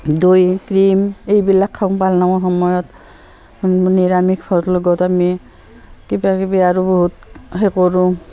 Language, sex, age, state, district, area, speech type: Assamese, female, 45-60, Assam, Barpeta, rural, spontaneous